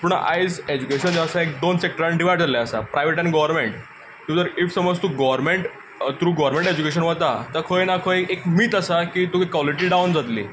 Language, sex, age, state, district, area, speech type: Goan Konkani, male, 18-30, Goa, Quepem, rural, spontaneous